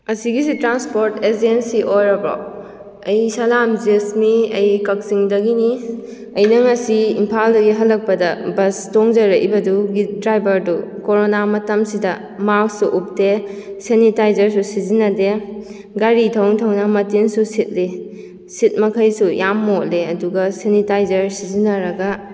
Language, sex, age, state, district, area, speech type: Manipuri, female, 18-30, Manipur, Kakching, rural, spontaneous